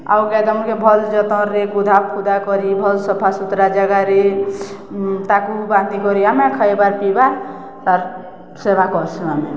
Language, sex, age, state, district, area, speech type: Odia, female, 60+, Odisha, Balangir, urban, spontaneous